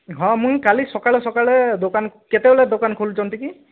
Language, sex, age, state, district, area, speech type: Odia, male, 18-30, Odisha, Boudh, rural, conversation